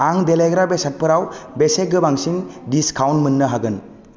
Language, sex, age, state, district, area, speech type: Bodo, male, 18-30, Assam, Kokrajhar, rural, read